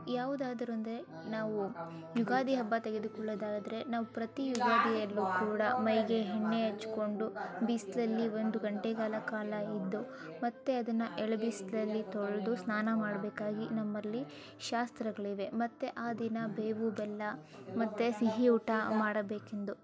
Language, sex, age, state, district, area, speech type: Kannada, female, 45-60, Karnataka, Chikkaballapur, rural, spontaneous